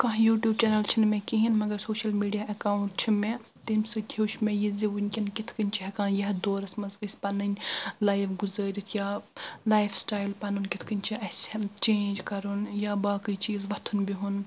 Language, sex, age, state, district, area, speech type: Kashmiri, female, 18-30, Jammu and Kashmir, Baramulla, rural, spontaneous